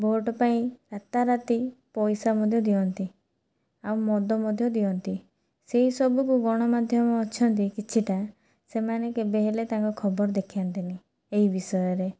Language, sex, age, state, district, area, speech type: Odia, female, 30-45, Odisha, Boudh, rural, spontaneous